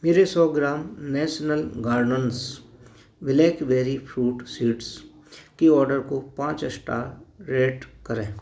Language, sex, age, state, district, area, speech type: Hindi, male, 45-60, Madhya Pradesh, Gwalior, rural, read